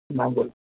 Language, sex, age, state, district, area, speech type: Kannada, male, 30-45, Karnataka, Mandya, rural, conversation